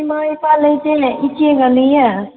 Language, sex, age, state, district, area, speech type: Manipuri, female, 18-30, Manipur, Senapati, urban, conversation